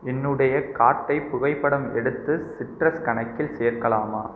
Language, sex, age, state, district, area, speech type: Tamil, male, 18-30, Tamil Nadu, Pudukkottai, rural, read